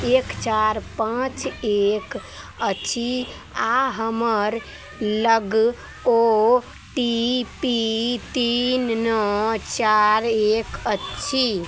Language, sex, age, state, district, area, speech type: Maithili, female, 18-30, Bihar, Araria, urban, read